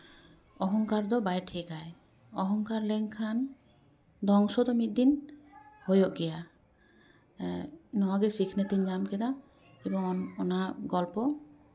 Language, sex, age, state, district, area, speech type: Santali, female, 30-45, West Bengal, Jhargram, rural, spontaneous